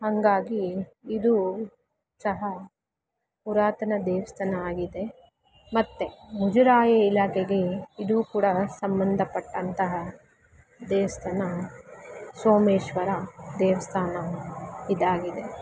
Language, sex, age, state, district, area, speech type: Kannada, female, 18-30, Karnataka, Kolar, rural, spontaneous